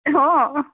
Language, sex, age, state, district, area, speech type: Assamese, female, 30-45, Assam, Lakhimpur, rural, conversation